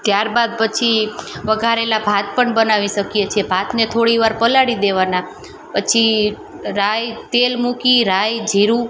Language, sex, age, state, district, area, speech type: Gujarati, female, 30-45, Gujarat, Junagadh, urban, spontaneous